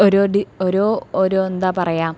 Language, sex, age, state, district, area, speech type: Malayalam, female, 18-30, Kerala, Thrissur, urban, spontaneous